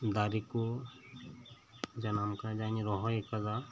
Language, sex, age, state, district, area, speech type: Santali, male, 30-45, West Bengal, Birbhum, rural, spontaneous